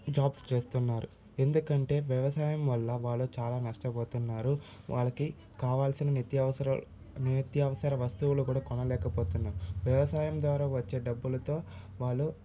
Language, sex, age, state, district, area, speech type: Telugu, male, 18-30, Andhra Pradesh, Sri Balaji, rural, spontaneous